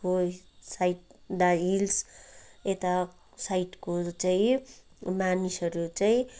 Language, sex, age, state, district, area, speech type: Nepali, female, 30-45, West Bengal, Kalimpong, rural, spontaneous